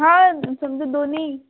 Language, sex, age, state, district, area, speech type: Marathi, female, 45-60, Maharashtra, Amravati, rural, conversation